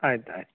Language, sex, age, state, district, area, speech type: Kannada, male, 30-45, Karnataka, Uttara Kannada, rural, conversation